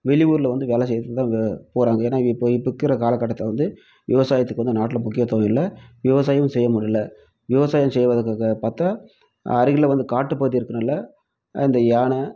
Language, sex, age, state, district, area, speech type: Tamil, male, 30-45, Tamil Nadu, Krishnagiri, rural, spontaneous